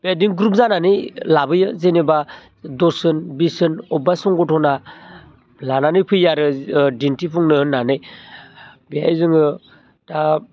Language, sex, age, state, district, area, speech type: Bodo, male, 30-45, Assam, Baksa, urban, spontaneous